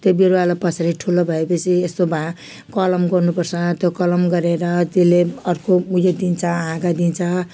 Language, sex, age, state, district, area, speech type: Nepali, female, 45-60, West Bengal, Jalpaiguri, rural, spontaneous